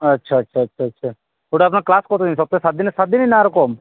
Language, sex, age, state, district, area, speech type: Bengali, male, 18-30, West Bengal, Uttar Dinajpur, rural, conversation